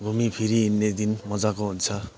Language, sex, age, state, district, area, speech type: Nepali, male, 45-60, West Bengal, Kalimpong, rural, spontaneous